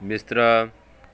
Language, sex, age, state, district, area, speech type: Punjabi, male, 45-60, Punjab, Fatehgarh Sahib, rural, read